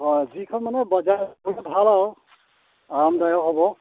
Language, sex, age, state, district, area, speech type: Assamese, male, 30-45, Assam, Dhemaji, urban, conversation